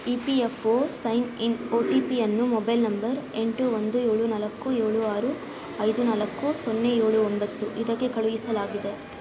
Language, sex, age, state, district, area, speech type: Kannada, female, 18-30, Karnataka, Kolar, rural, read